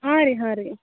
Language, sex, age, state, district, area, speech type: Kannada, female, 18-30, Karnataka, Gulbarga, urban, conversation